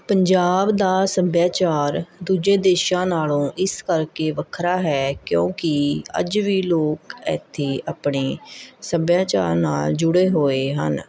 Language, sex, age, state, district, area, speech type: Punjabi, female, 30-45, Punjab, Mohali, urban, spontaneous